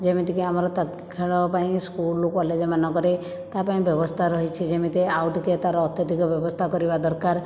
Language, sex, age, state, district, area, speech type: Odia, female, 60+, Odisha, Jajpur, rural, spontaneous